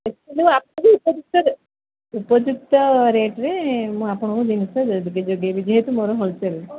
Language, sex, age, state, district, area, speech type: Odia, female, 30-45, Odisha, Sundergarh, urban, conversation